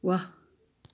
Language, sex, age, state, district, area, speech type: Nepali, female, 60+, West Bengal, Darjeeling, rural, read